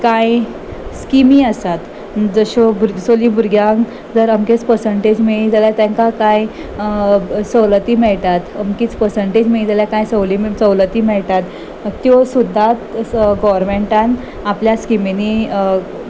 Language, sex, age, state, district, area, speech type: Goan Konkani, female, 30-45, Goa, Salcete, urban, spontaneous